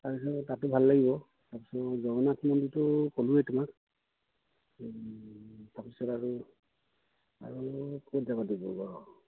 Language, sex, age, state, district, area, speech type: Assamese, male, 60+, Assam, Dibrugarh, rural, conversation